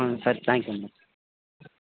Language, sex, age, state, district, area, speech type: Kannada, male, 18-30, Karnataka, Chitradurga, rural, conversation